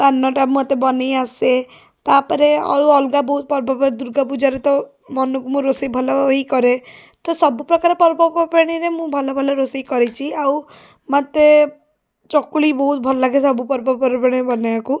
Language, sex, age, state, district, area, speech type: Odia, female, 30-45, Odisha, Puri, urban, spontaneous